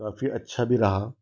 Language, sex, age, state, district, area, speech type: Hindi, male, 45-60, Madhya Pradesh, Ujjain, urban, spontaneous